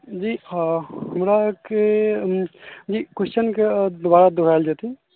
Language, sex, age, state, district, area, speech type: Maithili, male, 18-30, Bihar, Sitamarhi, rural, conversation